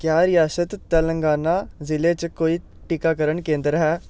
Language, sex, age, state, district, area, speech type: Dogri, male, 18-30, Jammu and Kashmir, Samba, urban, read